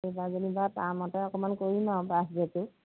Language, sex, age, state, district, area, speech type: Assamese, female, 45-60, Assam, Majuli, rural, conversation